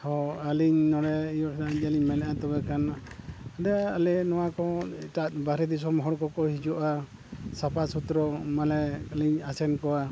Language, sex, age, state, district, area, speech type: Santali, male, 60+, Odisha, Mayurbhanj, rural, spontaneous